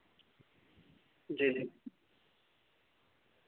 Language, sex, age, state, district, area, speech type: Dogri, male, 18-30, Jammu and Kashmir, Jammu, urban, conversation